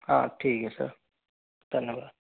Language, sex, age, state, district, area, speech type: Hindi, male, 45-60, Rajasthan, Karauli, rural, conversation